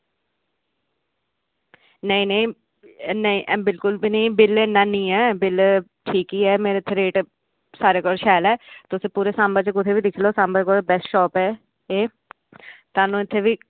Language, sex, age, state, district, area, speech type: Dogri, female, 18-30, Jammu and Kashmir, Samba, urban, conversation